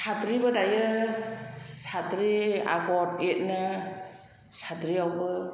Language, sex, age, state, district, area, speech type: Bodo, female, 60+, Assam, Chirang, rural, spontaneous